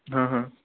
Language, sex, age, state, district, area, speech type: Assamese, male, 18-30, Assam, Sonitpur, rural, conversation